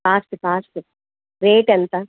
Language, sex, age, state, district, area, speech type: Telugu, female, 60+, Andhra Pradesh, Guntur, urban, conversation